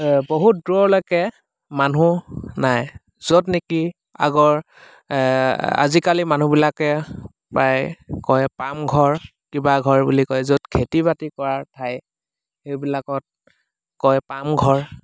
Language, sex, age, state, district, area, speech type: Assamese, male, 30-45, Assam, Lakhimpur, rural, spontaneous